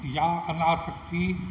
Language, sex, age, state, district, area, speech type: Sindhi, male, 60+, Rajasthan, Ajmer, urban, spontaneous